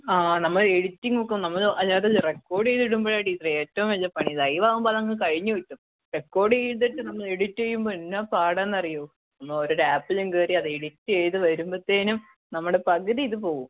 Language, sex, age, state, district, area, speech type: Malayalam, female, 18-30, Kerala, Pathanamthitta, rural, conversation